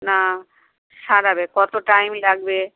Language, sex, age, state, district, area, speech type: Bengali, female, 60+, West Bengal, Dakshin Dinajpur, rural, conversation